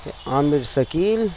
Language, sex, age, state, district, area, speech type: Urdu, male, 30-45, Uttar Pradesh, Mau, urban, spontaneous